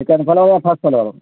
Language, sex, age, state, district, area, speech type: Urdu, male, 18-30, Bihar, Araria, rural, conversation